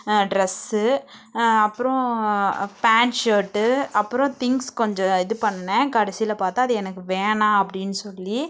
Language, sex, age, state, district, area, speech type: Tamil, female, 18-30, Tamil Nadu, Namakkal, rural, spontaneous